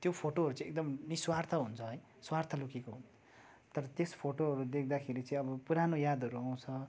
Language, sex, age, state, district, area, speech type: Nepali, male, 30-45, West Bengal, Darjeeling, rural, spontaneous